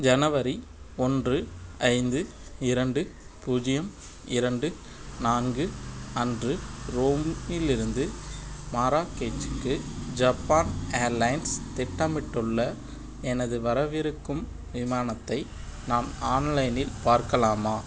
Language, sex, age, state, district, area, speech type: Tamil, male, 18-30, Tamil Nadu, Madurai, urban, read